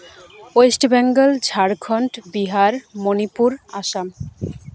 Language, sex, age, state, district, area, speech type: Santali, female, 18-30, West Bengal, Uttar Dinajpur, rural, spontaneous